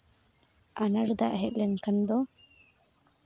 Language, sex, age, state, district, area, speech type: Santali, female, 18-30, West Bengal, Uttar Dinajpur, rural, spontaneous